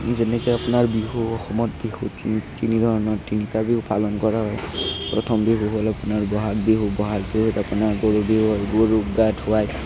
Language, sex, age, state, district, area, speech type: Assamese, male, 18-30, Assam, Kamrup Metropolitan, urban, spontaneous